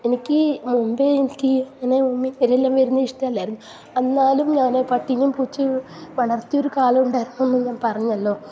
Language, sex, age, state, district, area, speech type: Malayalam, female, 45-60, Kerala, Kasaragod, urban, spontaneous